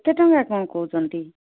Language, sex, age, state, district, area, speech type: Odia, female, 60+, Odisha, Gajapati, rural, conversation